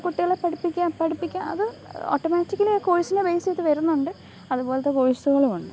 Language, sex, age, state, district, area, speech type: Malayalam, female, 18-30, Kerala, Alappuzha, rural, spontaneous